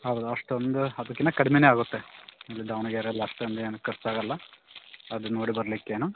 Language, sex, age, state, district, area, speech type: Kannada, male, 45-60, Karnataka, Davanagere, urban, conversation